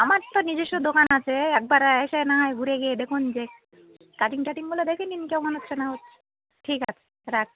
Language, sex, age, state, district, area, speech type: Bengali, female, 30-45, West Bengal, Darjeeling, urban, conversation